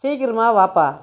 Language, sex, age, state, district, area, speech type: Tamil, female, 60+, Tamil Nadu, Krishnagiri, rural, spontaneous